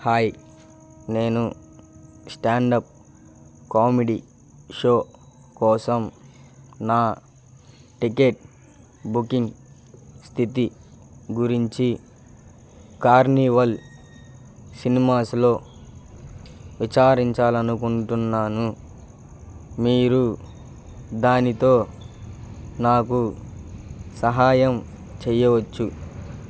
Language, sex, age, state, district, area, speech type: Telugu, male, 18-30, Andhra Pradesh, Bapatla, rural, read